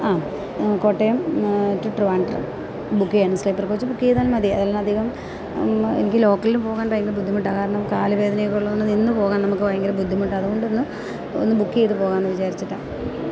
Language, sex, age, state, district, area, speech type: Malayalam, female, 45-60, Kerala, Kottayam, rural, spontaneous